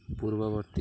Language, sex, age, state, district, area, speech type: Odia, male, 18-30, Odisha, Nuapada, urban, read